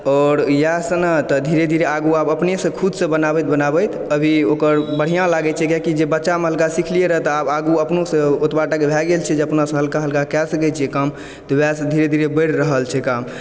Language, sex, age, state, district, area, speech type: Maithili, male, 18-30, Bihar, Supaul, rural, spontaneous